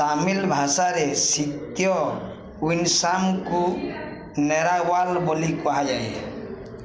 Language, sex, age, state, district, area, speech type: Odia, male, 45-60, Odisha, Balangir, urban, read